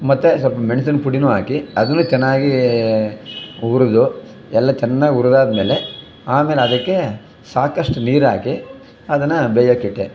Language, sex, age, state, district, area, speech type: Kannada, male, 60+, Karnataka, Chamarajanagar, rural, spontaneous